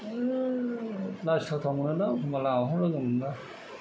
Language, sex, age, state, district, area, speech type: Bodo, male, 60+, Assam, Kokrajhar, rural, spontaneous